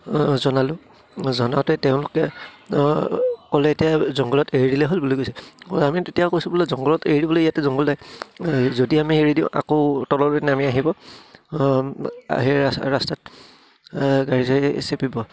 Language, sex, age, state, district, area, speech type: Assamese, male, 30-45, Assam, Udalguri, rural, spontaneous